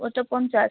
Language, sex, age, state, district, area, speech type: Bengali, female, 45-60, West Bengal, Alipurduar, rural, conversation